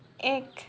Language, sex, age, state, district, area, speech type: Assamese, female, 18-30, Assam, Lakhimpur, rural, read